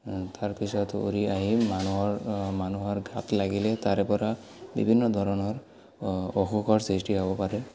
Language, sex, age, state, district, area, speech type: Assamese, male, 18-30, Assam, Barpeta, rural, spontaneous